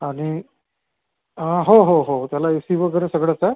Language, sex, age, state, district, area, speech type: Marathi, male, 30-45, Maharashtra, Amravati, urban, conversation